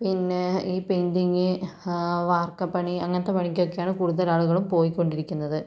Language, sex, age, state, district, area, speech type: Malayalam, female, 45-60, Kerala, Kozhikode, urban, spontaneous